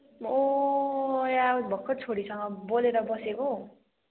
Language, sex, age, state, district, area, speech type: Nepali, female, 18-30, West Bengal, Kalimpong, rural, conversation